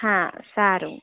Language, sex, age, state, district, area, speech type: Gujarati, female, 18-30, Gujarat, Valsad, rural, conversation